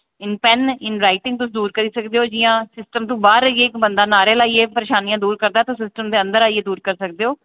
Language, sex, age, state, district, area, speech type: Dogri, female, 30-45, Jammu and Kashmir, Jammu, urban, conversation